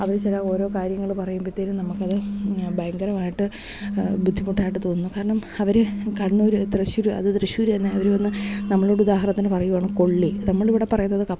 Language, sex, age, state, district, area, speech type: Malayalam, female, 30-45, Kerala, Thiruvananthapuram, urban, spontaneous